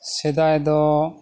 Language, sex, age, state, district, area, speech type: Santali, male, 45-60, Odisha, Mayurbhanj, rural, spontaneous